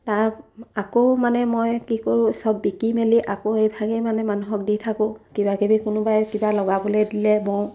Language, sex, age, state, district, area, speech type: Assamese, female, 30-45, Assam, Sivasagar, rural, spontaneous